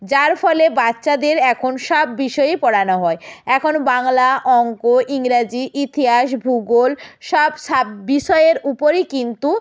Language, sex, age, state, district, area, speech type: Bengali, female, 60+, West Bengal, Nadia, rural, spontaneous